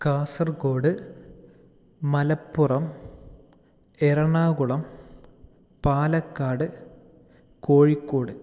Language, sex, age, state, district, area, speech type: Malayalam, male, 45-60, Kerala, Palakkad, urban, spontaneous